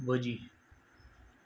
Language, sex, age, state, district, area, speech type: Marathi, male, 30-45, Maharashtra, Osmanabad, rural, spontaneous